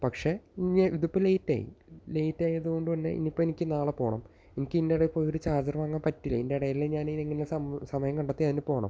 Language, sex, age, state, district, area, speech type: Malayalam, male, 18-30, Kerala, Thrissur, urban, spontaneous